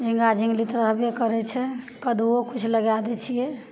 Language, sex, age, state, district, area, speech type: Maithili, female, 30-45, Bihar, Madhepura, rural, spontaneous